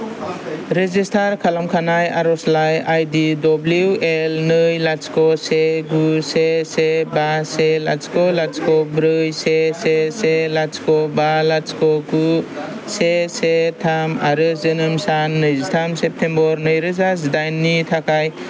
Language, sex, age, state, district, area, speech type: Bodo, male, 18-30, Assam, Kokrajhar, urban, read